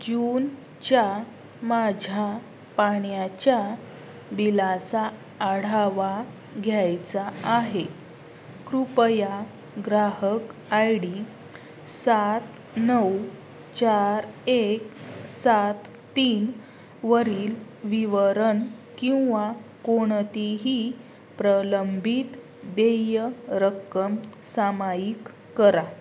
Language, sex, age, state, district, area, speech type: Marathi, female, 30-45, Maharashtra, Osmanabad, rural, read